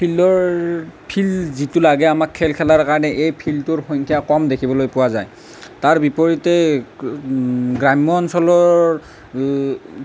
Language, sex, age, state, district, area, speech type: Assamese, male, 18-30, Assam, Nalbari, rural, spontaneous